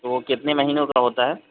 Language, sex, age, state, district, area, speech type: Urdu, male, 18-30, Uttar Pradesh, Saharanpur, urban, conversation